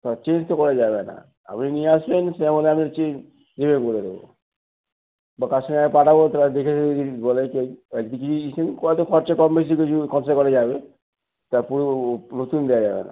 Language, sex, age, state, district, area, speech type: Bengali, male, 45-60, West Bengal, North 24 Parganas, urban, conversation